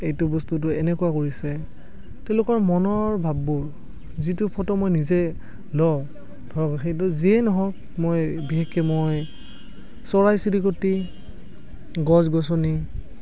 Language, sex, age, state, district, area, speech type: Assamese, male, 18-30, Assam, Barpeta, rural, spontaneous